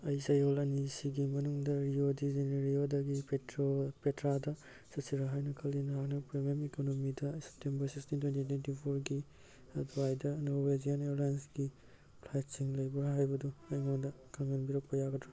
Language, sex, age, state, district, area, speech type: Manipuri, male, 18-30, Manipur, Kangpokpi, urban, read